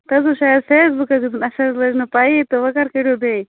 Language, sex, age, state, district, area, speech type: Kashmiri, female, 30-45, Jammu and Kashmir, Budgam, rural, conversation